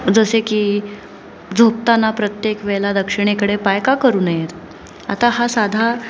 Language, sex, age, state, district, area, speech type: Marathi, female, 18-30, Maharashtra, Pune, urban, spontaneous